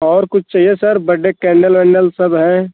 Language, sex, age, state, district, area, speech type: Hindi, male, 18-30, Uttar Pradesh, Azamgarh, rural, conversation